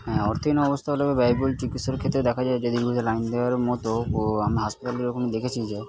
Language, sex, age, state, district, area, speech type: Bengali, male, 30-45, West Bengal, Purba Bardhaman, urban, spontaneous